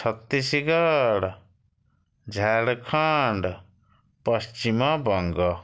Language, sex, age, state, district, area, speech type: Odia, male, 30-45, Odisha, Kalahandi, rural, spontaneous